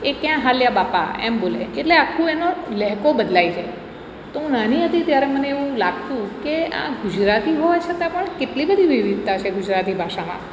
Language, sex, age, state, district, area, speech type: Gujarati, female, 45-60, Gujarat, Surat, urban, spontaneous